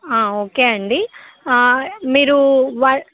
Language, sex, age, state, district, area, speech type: Telugu, female, 18-30, Telangana, Khammam, urban, conversation